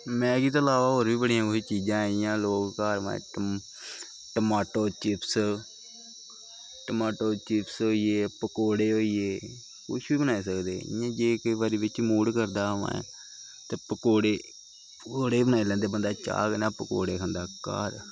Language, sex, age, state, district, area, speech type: Dogri, male, 18-30, Jammu and Kashmir, Kathua, rural, spontaneous